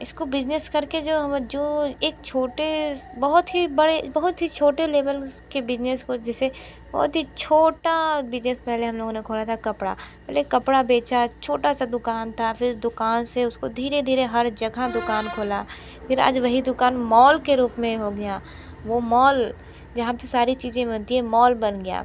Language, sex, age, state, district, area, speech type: Hindi, female, 18-30, Uttar Pradesh, Sonbhadra, rural, spontaneous